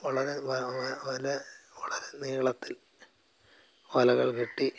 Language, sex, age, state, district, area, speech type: Malayalam, male, 60+, Kerala, Alappuzha, rural, spontaneous